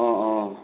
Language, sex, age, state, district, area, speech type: Assamese, male, 30-45, Assam, Sivasagar, rural, conversation